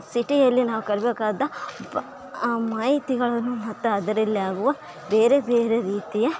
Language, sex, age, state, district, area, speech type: Kannada, female, 18-30, Karnataka, Bellary, rural, spontaneous